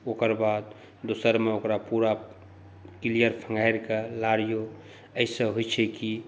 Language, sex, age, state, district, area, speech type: Maithili, male, 30-45, Bihar, Saharsa, urban, spontaneous